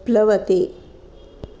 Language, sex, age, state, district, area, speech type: Sanskrit, female, 45-60, Karnataka, Dakshina Kannada, urban, read